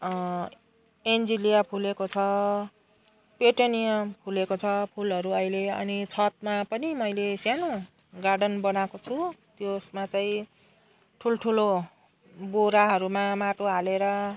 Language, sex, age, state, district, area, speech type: Nepali, female, 45-60, West Bengal, Jalpaiguri, urban, spontaneous